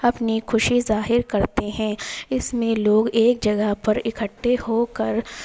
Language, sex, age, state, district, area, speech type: Urdu, female, 30-45, Uttar Pradesh, Lucknow, rural, spontaneous